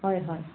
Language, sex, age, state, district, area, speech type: Assamese, female, 30-45, Assam, Udalguri, rural, conversation